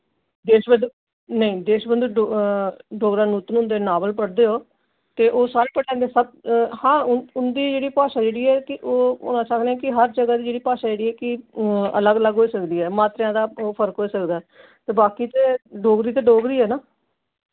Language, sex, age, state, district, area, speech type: Dogri, female, 60+, Jammu and Kashmir, Jammu, urban, conversation